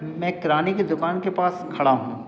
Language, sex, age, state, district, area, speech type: Hindi, male, 60+, Madhya Pradesh, Hoshangabad, rural, spontaneous